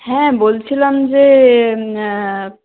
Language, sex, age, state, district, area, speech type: Bengali, female, 18-30, West Bengal, Hooghly, urban, conversation